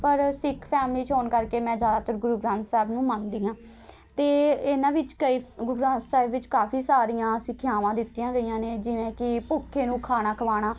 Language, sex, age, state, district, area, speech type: Punjabi, female, 18-30, Punjab, Patiala, urban, spontaneous